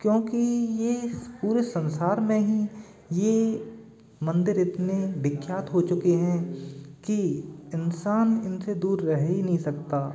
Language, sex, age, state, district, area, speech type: Hindi, male, 30-45, Madhya Pradesh, Gwalior, urban, spontaneous